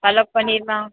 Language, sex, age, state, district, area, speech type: Gujarati, female, 18-30, Gujarat, Junagadh, rural, conversation